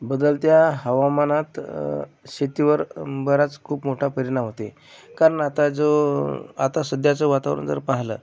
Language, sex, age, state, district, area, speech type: Marathi, male, 30-45, Maharashtra, Akola, rural, spontaneous